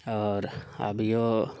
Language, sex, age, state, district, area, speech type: Maithili, male, 30-45, Bihar, Sitamarhi, urban, spontaneous